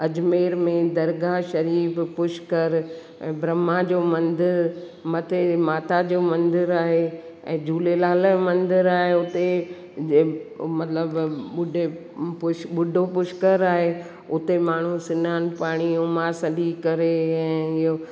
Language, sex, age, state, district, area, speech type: Sindhi, female, 60+, Rajasthan, Ajmer, urban, spontaneous